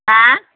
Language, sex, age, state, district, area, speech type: Bodo, female, 60+, Assam, Chirang, rural, conversation